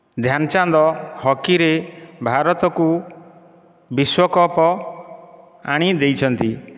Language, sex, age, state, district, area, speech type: Odia, male, 30-45, Odisha, Dhenkanal, rural, spontaneous